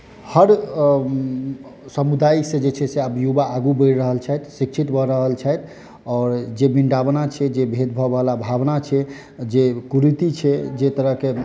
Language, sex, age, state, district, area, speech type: Maithili, male, 18-30, Bihar, Madhubani, rural, spontaneous